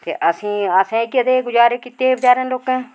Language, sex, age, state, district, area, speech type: Dogri, female, 45-60, Jammu and Kashmir, Udhampur, rural, spontaneous